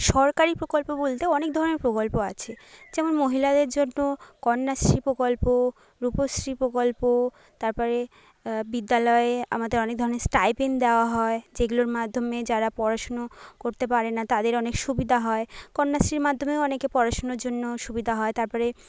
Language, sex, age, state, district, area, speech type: Bengali, female, 30-45, West Bengal, Jhargram, rural, spontaneous